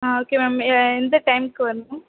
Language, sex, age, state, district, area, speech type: Tamil, female, 18-30, Tamil Nadu, Mayiladuthurai, rural, conversation